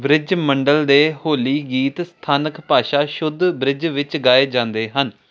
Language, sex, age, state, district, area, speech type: Punjabi, male, 18-30, Punjab, Jalandhar, urban, read